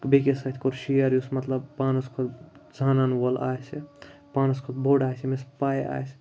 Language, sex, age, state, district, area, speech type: Kashmiri, male, 18-30, Jammu and Kashmir, Ganderbal, rural, spontaneous